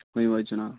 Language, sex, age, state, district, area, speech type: Kashmiri, male, 45-60, Jammu and Kashmir, Budgam, urban, conversation